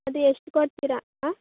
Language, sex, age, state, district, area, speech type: Kannada, female, 18-30, Karnataka, Chikkaballapur, rural, conversation